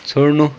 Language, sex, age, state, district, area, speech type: Nepali, male, 60+, West Bengal, Darjeeling, rural, read